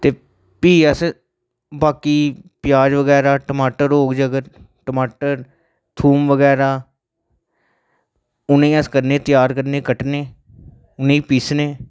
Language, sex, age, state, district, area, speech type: Dogri, male, 30-45, Jammu and Kashmir, Udhampur, urban, spontaneous